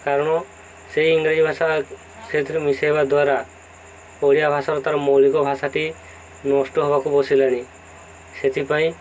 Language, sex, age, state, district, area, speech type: Odia, male, 18-30, Odisha, Subarnapur, urban, spontaneous